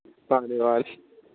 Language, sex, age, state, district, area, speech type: Manipuri, male, 18-30, Manipur, Kangpokpi, urban, conversation